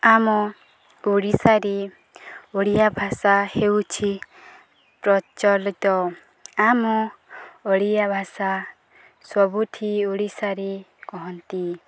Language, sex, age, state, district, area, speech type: Odia, female, 18-30, Odisha, Nuapada, urban, spontaneous